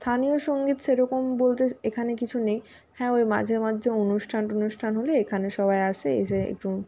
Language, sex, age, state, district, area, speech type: Bengali, female, 18-30, West Bengal, Purba Medinipur, rural, spontaneous